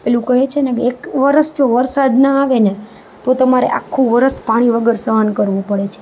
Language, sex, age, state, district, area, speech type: Gujarati, female, 30-45, Gujarat, Rajkot, urban, spontaneous